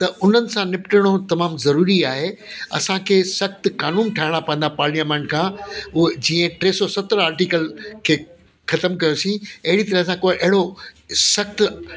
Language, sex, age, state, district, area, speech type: Sindhi, male, 60+, Delhi, South Delhi, urban, spontaneous